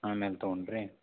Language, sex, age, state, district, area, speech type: Kannada, male, 30-45, Karnataka, Belgaum, rural, conversation